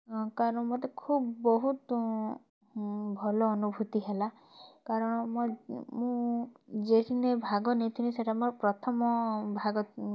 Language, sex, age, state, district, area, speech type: Odia, female, 18-30, Odisha, Kalahandi, rural, spontaneous